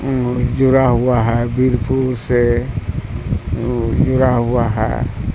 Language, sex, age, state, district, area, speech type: Urdu, male, 60+, Bihar, Supaul, rural, spontaneous